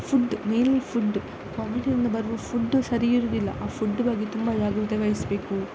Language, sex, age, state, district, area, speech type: Kannada, female, 18-30, Karnataka, Udupi, rural, spontaneous